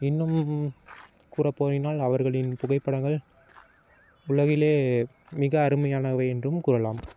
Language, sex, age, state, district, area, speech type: Tamil, male, 30-45, Tamil Nadu, Tiruvarur, rural, spontaneous